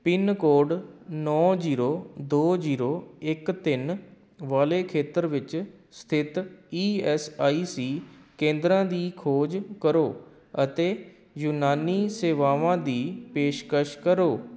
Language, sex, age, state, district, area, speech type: Punjabi, male, 30-45, Punjab, Kapurthala, urban, read